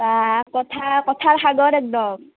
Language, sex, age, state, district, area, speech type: Assamese, female, 18-30, Assam, Nalbari, rural, conversation